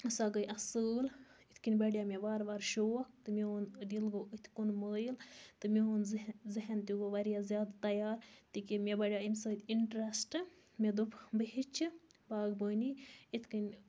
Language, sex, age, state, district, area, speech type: Kashmiri, female, 60+, Jammu and Kashmir, Baramulla, rural, spontaneous